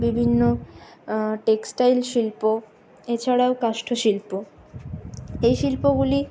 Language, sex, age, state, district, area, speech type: Bengali, female, 60+, West Bengal, Purulia, urban, spontaneous